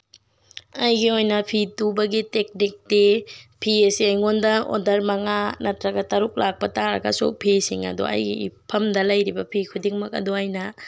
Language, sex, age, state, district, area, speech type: Manipuri, female, 18-30, Manipur, Tengnoupal, rural, spontaneous